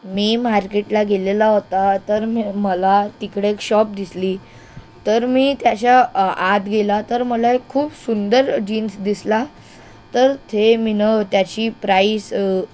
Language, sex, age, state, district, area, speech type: Marathi, male, 30-45, Maharashtra, Nagpur, urban, spontaneous